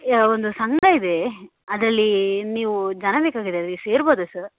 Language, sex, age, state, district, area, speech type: Kannada, female, 18-30, Karnataka, Dakshina Kannada, rural, conversation